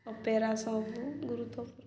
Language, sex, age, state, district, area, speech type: Odia, female, 18-30, Odisha, Koraput, urban, spontaneous